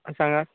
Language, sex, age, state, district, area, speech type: Goan Konkani, male, 30-45, Goa, Canacona, rural, conversation